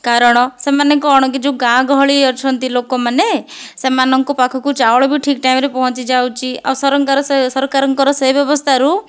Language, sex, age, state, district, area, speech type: Odia, female, 45-60, Odisha, Kandhamal, rural, spontaneous